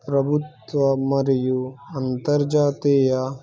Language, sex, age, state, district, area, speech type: Telugu, male, 18-30, Telangana, Suryapet, urban, spontaneous